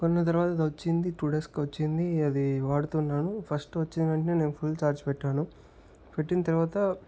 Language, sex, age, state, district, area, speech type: Telugu, male, 18-30, Andhra Pradesh, Chittoor, urban, spontaneous